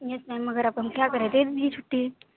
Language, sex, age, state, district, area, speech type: Urdu, female, 18-30, Uttar Pradesh, Mau, urban, conversation